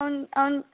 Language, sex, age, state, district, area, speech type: Kannada, female, 18-30, Karnataka, Davanagere, rural, conversation